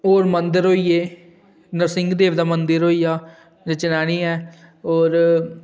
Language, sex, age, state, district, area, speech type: Dogri, male, 18-30, Jammu and Kashmir, Udhampur, urban, spontaneous